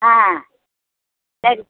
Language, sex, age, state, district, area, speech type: Tamil, female, 60+, Tamil Nadu, Madurai, rural, conversation